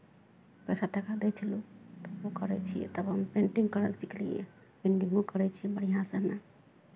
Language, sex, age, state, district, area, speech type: Maithili, female, 30-45, Bihar, Araria, rural, spontaneous